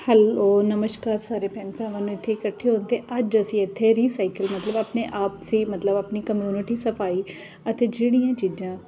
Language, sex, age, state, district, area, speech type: Punjabi, female, 30-45, Punjab, Ludhiana, urban, spontaneous